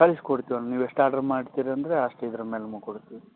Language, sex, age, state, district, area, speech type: Kannada, male, 45-60, Karnataka, Raichur, rural, conversation